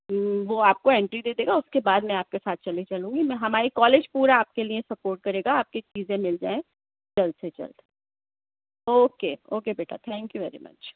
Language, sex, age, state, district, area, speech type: Urdu, female, 45-60, Delhi, New Delhi, urban, conversation